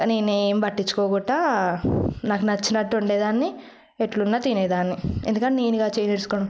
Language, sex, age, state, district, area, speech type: Telugu, female, 18-30, Telangana, Yadadri Bhuvanagiri, rural, spontaneous